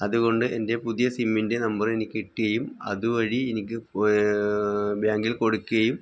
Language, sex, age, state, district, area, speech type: Malayalam, male, 60+, Kerala, Wayanad, rural, spontaneous